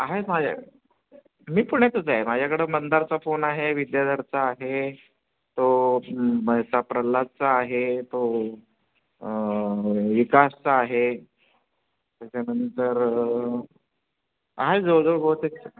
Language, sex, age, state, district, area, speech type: Marathi, male, 60+, Maharashtra, Pune, urban, conversation